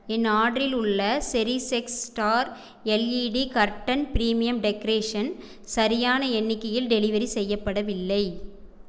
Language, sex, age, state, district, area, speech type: Tamil, female, 45-60, Tamil Nadu, Erode, rural, read